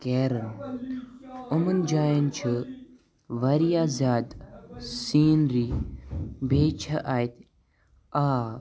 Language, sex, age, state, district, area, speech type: Kashmiri, male, 18-30, Jammu and Kashmir, Kupwara, rural, spontaneous